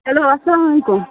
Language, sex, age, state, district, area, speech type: Kashmiri, female, 30-45, Jammu and Kashmir, Bandipora, rural, conversation